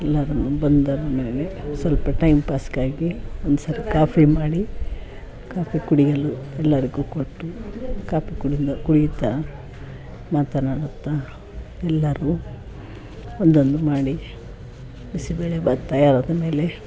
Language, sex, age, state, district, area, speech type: Kannada, female, 60+, Karnataka, Chitradurga, rural, spontaneous